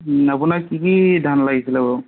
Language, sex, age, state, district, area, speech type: Assamese, male, 30-45, Assam, Golaghat, urban, conversation